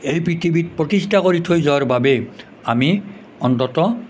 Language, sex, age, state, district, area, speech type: Assamese, male, 60+, Assam, Nalbari, rural, spontaneous